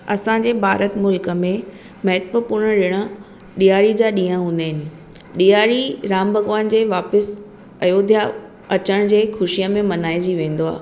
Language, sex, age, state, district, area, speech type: Sindhi, female, 30-45, Maharashtra, Mumbai Suburban, urban, spontaneous